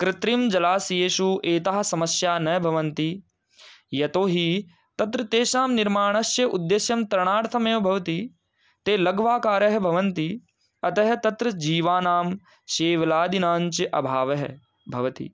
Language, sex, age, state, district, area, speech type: Sanskrit, male, 18-30, Rajasthan, Jaipur, rural, spontaneous